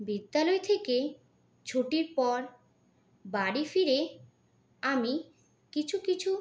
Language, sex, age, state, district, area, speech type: Bengali, female, 18-30, West Bengal, Purulia, urban, spontaneous